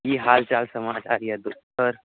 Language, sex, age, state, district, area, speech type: Maithili, male, 18-30, Bihar, Saharsa, rural, conversation